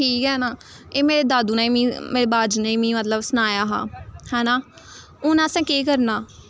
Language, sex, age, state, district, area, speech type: Dogri, female, 18-30, Jammu and Kashmir, Samba, rural, spontaneous